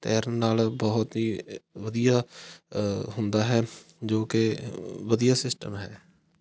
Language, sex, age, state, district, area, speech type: Punjabi, male, 18-30, Punjab, Fatehgarh Sahib, rural, spontaneous